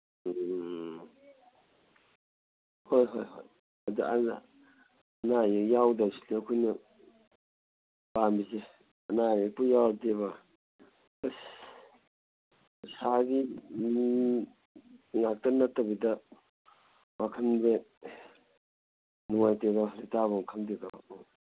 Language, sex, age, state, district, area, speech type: Manipuri, male, 60+, Manipur, Imphal East, rural, conversation